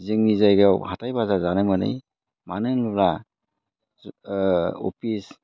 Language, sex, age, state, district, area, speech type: Bodo, male, 45-60, Assam, Udalguri, urban, spontaneous